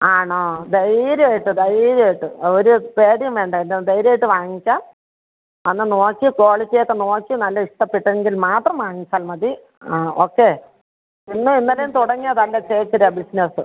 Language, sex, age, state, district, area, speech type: Malayalam, female, 45-60, Kerala, Thiruvananthapuram, rural, conversation